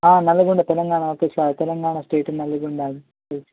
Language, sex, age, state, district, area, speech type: Telugu, male, 18-30, Telangana, Nalgonda, rural, conversation